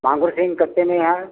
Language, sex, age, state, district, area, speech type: Hindi, male, 60+, Uttar Pradesh, Lucknow, urban, conversation